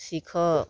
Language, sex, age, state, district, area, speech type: Odia, female, 45-60, Odisha, Kalahandi, rural, read